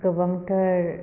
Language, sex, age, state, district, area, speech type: Bodo, female, 30-45, Assam, Chirang, rural, spontaneous